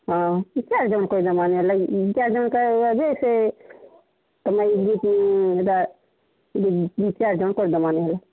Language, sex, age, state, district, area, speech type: Odia, female, 45-60, Odisha, Kalahandi, rural, conversation